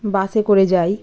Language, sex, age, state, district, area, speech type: Bengali, female, 30-45, West Bengal, Birbhum, urban, spontaneous